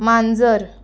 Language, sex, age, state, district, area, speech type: Marathi, female, 18-30, Maharashtra, Raigad, urban, read